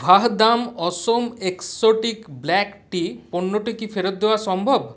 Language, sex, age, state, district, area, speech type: Bengali, male, 45-60, West Bengal, Paschim Bardhaman, urban, read